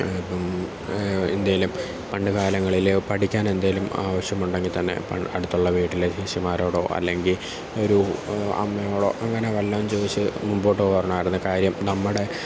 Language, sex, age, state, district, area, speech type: Malayalam, male, 18-30, Kerala, Kollam, rural, spontaneous